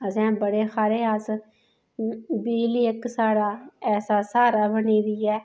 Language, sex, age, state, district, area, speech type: Dogri, female, 30-45, Jammu and Kashmir, Udhampur, rural, spontaneous